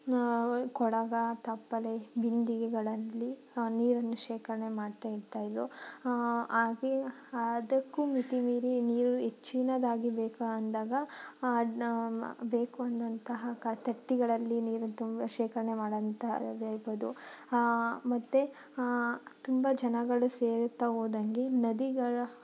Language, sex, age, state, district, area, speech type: Kannada, female, 30-45, Karnataka, Tumkur, rural, spontaneous